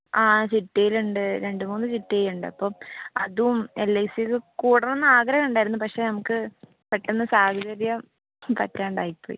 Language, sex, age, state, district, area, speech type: Malayalam, female, 30-45, Kerala, Kozhikode, urban, conversation